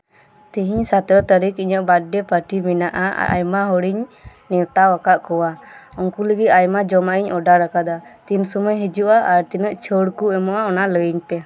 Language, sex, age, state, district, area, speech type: Santali, female, 18-30, West Bengal, Birbhum, rural, spontaneous